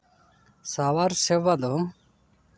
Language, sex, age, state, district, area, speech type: Santali, male, 30-45, West Bengal, Paschim Bardhaman, rural, spontaneous